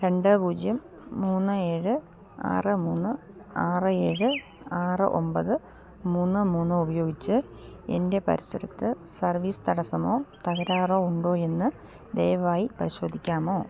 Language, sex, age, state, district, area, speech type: Malayalam, female, 45-60, Kerala, Idukki, rural, read